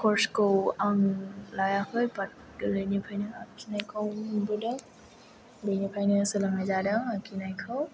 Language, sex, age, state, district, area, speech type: Bodo, female, 18-30, Assam, Chirang, rural, spontaneous